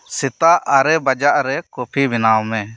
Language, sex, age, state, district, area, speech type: Santali, male, 30-45, West Bengal, Birbhum, rural, read